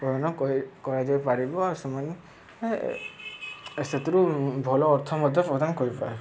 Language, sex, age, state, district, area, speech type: Odia, male, 18-30, Odisha, Subarnapur, urban, spontaneous